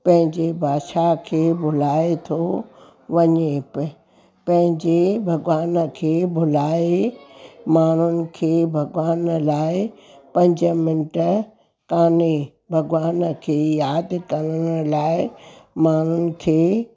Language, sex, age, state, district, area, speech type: Sindhi, female, 60+, Gujarat, Surat, urban, spontaneous